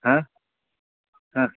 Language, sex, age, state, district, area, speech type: Marathi, male, 60+, Maharashtra, Mumbai Suburban, urban, conversation